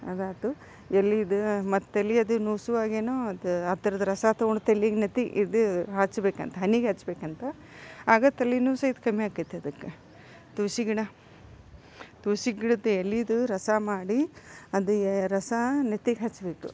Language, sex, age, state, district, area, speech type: Kannada, female, 45-60, Karnataka, Gadag, rural, spontaneous